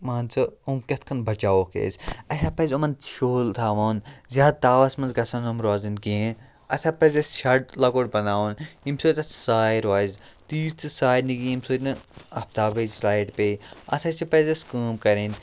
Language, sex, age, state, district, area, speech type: Kashmiri, male, 30-45, Jammu and Kashmir, Kupwara, rural, spontaneous